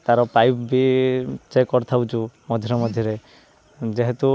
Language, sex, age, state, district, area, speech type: Odia, male, 18-30, Odisha, Ganjam, urban, spontaneous